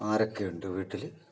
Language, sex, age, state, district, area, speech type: Malayalam, male, 60+, Kerala, Kasaragod, rural, spontaneous